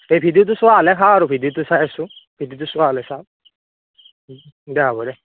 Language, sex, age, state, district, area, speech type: Assamese, male, 18-30, Assam, Morigaon, rural, conversation